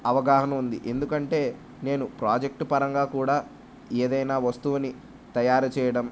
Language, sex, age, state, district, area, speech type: Telugu, male, 18-30, Telangana, Jayashankar, urban, spontaneous